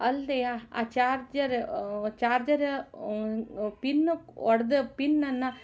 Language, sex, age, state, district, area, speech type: Kannada, female, 60+, Karnataka, Shimoga, rural, spontaneous